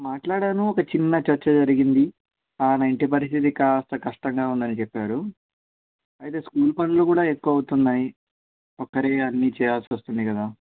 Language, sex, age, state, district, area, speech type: Telugu, male, 18-30, Telangana, Hyderabad, urban, conversation